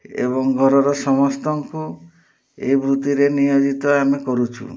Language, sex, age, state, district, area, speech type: Odia, male, 60+, Odisha, Mayurbhanj, rural, spontaneous